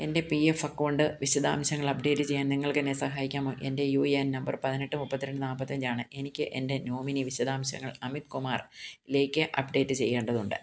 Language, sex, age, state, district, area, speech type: Malayalam, female, 45-60, Kerala, Kottayam, rural, read